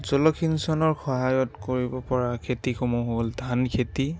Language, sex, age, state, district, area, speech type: Assamese, male, 30-45, Assam, Biswanath, rural, spontaneous